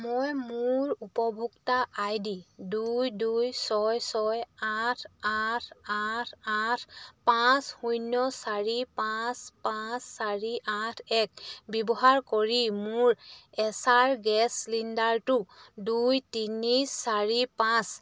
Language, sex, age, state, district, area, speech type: Assamese, female, 45-60, Assam, Charaideo, rural, read